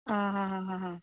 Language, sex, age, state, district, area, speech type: Goan Konkani, female, 30-45, Goa, Canacona, urban, conversation